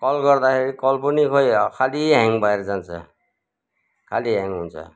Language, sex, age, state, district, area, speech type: Nepali, male, 60+, West Bengal, Kalimpong, rural, spontaneous